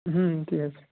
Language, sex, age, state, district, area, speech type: Bengali, male, 45-60, West Bengal, Nadia, rural, conversation